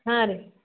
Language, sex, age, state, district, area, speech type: Kannada, female, 60+, Karnataka, Belgaum, urban, conversation